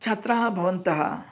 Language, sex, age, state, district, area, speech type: Sanskrit, male, 45-60, Karnataka, Dharwad, urban, spontaneous